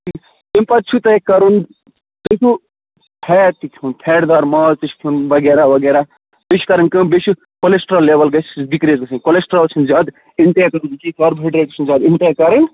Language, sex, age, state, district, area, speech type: Kashmiri, male, 30-45, Jammu and Kashmir, Baramulla, rural, conversation